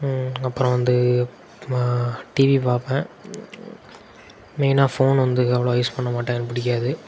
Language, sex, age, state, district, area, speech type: Tamil, male, 18-30, Tamil Nadu, Nagapattinam, rural, spontaneous